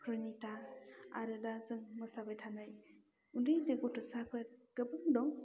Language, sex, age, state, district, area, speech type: Bodo, female, 30-45, Assam, Udalguri, rural, spontaneous